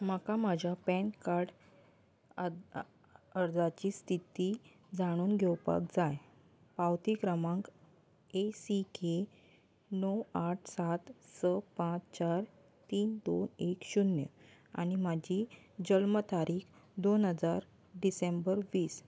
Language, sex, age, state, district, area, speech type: Goan Konkani, female, 18-30, Goa, Murmgao, urban, read